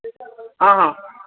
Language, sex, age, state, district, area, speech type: Odia, male, 18-30, Odisha, Bhadrak, rural, conversation